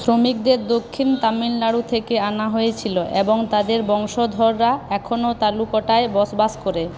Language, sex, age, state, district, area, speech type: Bengali, female, 60+, West Bengal, Paschim Bardhaman, urban, read